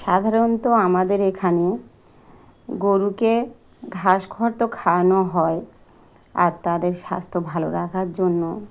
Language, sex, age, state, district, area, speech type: Bengali, female, 45-60, West Bengal, Dakshin Dinajpur, urban, spontaneous